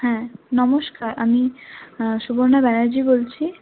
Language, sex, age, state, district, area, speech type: Bengali, female, 18-30, West Bengal, Paschim Bardhaman, urban, conversation